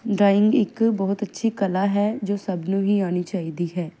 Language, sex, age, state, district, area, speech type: Punjabi, female, 18-30, Punjab, Ludhiana, urban, spontaneous